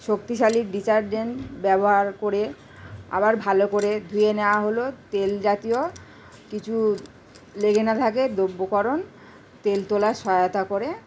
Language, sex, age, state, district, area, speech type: Bengali, female, 30-45, West Bengal, Kolkata, urban, spontaneous